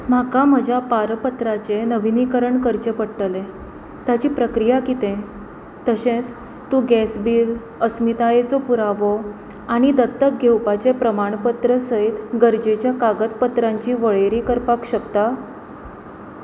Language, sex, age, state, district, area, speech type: Goan Konkani, female, 30-45, Goa, Pernem, rural, read